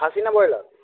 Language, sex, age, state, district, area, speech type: Bengali, male, 30-45, West Bengal, Jhargram, rural, conversation